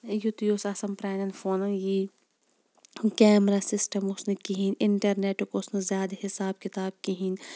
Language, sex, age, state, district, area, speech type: Kashmiri, female, 30-45, Jammu and Kashmir, Shopian, rural, spontaneous